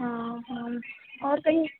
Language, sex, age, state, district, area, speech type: Hindi, female, 18-30, Madhya Pradesh, Chhindwara, urban, conversation